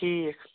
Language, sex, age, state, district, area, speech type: Kashmiri, male, 30-45, Jammu and Kashmir, Baramulla, urban, conversation